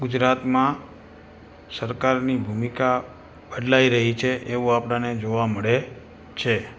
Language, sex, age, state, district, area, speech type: Gujarati, male, 45-60, Gujarat, Morbi, urban, spontaneous